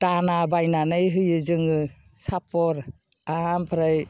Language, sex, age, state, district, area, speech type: Bodo, female, 60+, Assam, Baksa, urban, spontaneous